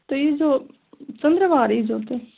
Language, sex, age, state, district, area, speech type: Kashmiri, female, 18-30, Jammu and Kashmir, Bandipora, rural, conversation